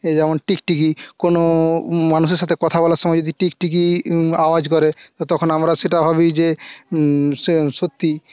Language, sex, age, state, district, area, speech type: Bengali, male, 18-30, West Bengal, Jhargram, rural, spontaneous